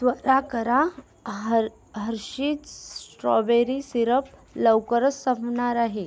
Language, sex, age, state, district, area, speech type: Marathi, female, 18-30, Maharashtra, Akola, rural, read